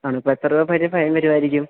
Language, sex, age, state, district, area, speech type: Malayalam, male, 18-30, Kerala, Idukki, rural, conversation